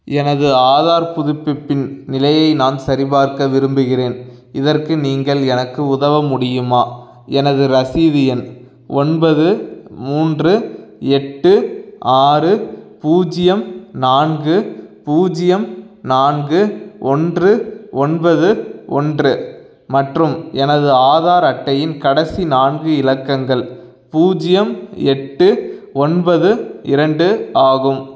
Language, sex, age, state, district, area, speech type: Tamil, male, 18-30, Tamil Nadu, Tiruchirappalli, rural, read